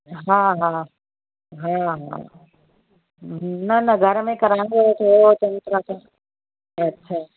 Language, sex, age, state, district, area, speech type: Sindhi, female, 45-60, Uttar Pradesh, Lucknow, urban, conversation